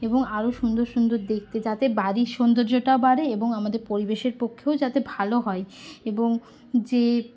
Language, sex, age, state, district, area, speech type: Bengali, female, 18-30, West Bengal, Bankura, urban, spontaneous